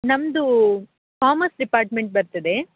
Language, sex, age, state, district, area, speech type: Kannada, female, 18-30, Karnataka, Dakshina Kannada, rural, conversation